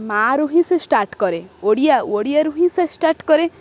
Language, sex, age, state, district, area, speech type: Odia, female, 18-30, Odisha, Kendrapara, urban, spontaneous